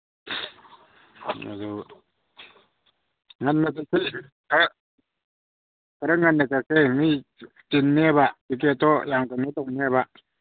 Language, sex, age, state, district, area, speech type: Manipuri, male, 45-60, Manipur, Imphal East, rural, conversation